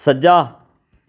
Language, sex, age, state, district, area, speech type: Punjabi, male, 45-60, Punjab, Fatehgarh Sahib, urban, read